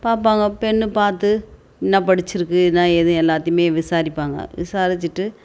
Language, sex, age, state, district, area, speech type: Tamil, female, 45-60, Tamil Nadu, Tiruvannamalai, rural, spontaneous